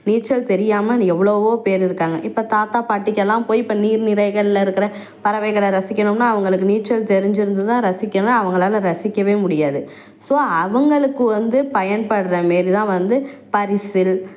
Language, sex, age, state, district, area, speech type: Tamil, female, 18-30, Tamil Nadu, Tiruvallur, rural, spontaneous